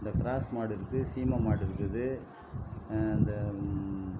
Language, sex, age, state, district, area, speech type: Tamil, male, 60+, Tamil Nadu, Viluppuram, rural, spontaneous